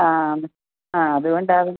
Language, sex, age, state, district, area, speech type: Malayalam, female, 45-60, Kerala, Kottayam, rural, conversation